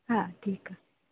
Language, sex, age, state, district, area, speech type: Sindhi, female, 18-30, Rajasthan, Ajmer, urban, conversation